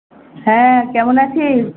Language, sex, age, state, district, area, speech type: Bengali, female, 18-30, West Bengal, Malda, urban, conversation